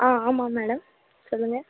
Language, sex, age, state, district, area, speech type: Tamil, female, 18-30, Tamil Nadu, Madurai, urban, conversation